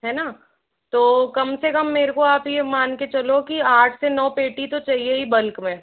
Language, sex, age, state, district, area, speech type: Hindi, female, 45-60, Rajasthan, Jaipur, urban, conversation